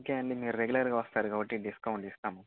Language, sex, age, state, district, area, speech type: Telugu, male, 18-30, Andhra Pradesh, Annamaya, rural, conversation